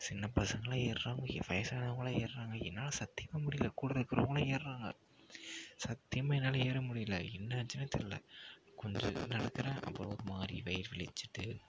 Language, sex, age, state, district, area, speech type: Tamil, male, 45-60, Tamil Nadu, Ariyalur, rural, spontaneous